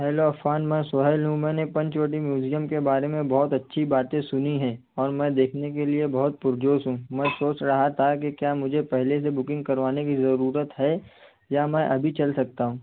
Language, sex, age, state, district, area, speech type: Urdu, male, 60+, Maharashtra, Nashik, urban, conversation